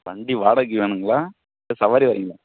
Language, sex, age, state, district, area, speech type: Tamil, male, 30-45, Tamil Nadu, Chengalpattu, rural, conversation